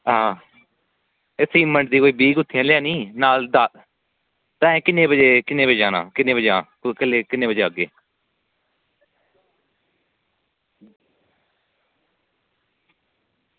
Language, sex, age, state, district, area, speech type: Dogri, male, 18-30, Jammu and Kashmir, Samba, rural, conversation